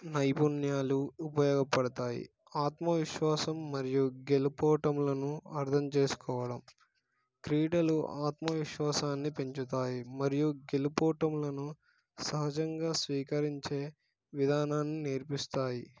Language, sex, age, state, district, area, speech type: Telugu, male, 18-30, Telangana, Suryapet, urban, spontaneous